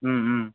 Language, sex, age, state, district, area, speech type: Tamil, male, 18-30, Tamil Nadu, Madurai, rural, conversation